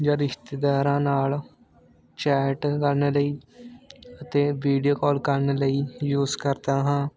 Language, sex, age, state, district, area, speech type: Punjabi, male, 18-30, Punjab, Fatehgarh Sahib, rural, spontaneous